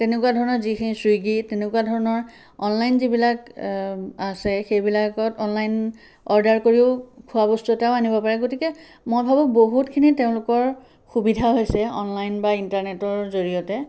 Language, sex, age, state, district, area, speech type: Assamese, female, 45-60, Assam, Sivasagar, rural, spontaneous